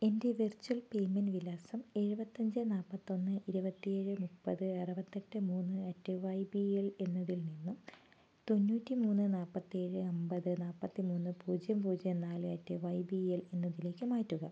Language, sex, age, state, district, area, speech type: Malayalam, female, 18-30, Kerala, Wayanad, rural, read